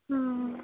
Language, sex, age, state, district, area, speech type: Hindi, female, 45-60, Uttar Pradesh, Sitapur, rural, conversation